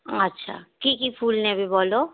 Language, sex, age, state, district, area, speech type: Bengali, female, 45-60, West Bengal, Hooghly, rural, conversation